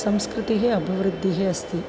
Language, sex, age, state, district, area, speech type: Sanskrit, female, 45-60, Tamil Nadu, Chennai, urban, spontaneous